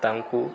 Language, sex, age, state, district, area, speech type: Odia, male, 45-60, Odisha, Kendujhar, urban, spontaneous